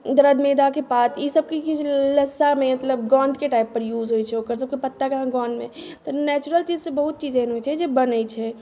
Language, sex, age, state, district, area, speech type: Maithili, female, 30-45, Bihar, Madhubani, rural, spontaneous